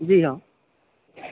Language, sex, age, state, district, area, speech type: Maithili, male, 30-45, Bihar, Madhubani, rural, conversation